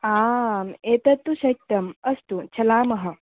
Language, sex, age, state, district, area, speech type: Sanskrit, female, 18-30, Assam, Nalbari, rural, conversation